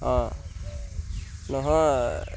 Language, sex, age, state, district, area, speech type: Assamese, male, 18-30, Assam, Sivasagar, rural, spontaneous